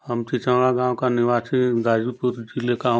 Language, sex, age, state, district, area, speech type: Hindi, male, 45-60, Uttar Pradesh, Ghazipur, rural, spontaneous